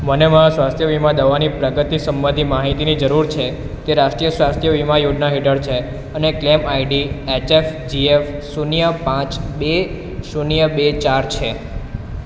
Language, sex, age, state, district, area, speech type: Gujarati, male, 18-30, Gujarat, Valsad, rural, read